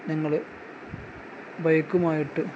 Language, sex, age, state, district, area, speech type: Malayalam, male, 18-30, Kerala, Kozhikode, rural, spontaneous